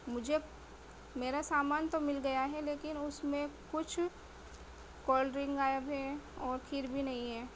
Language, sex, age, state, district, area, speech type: Urdu, female, 30-45, Delhi, South Delhi, urban, spontaneous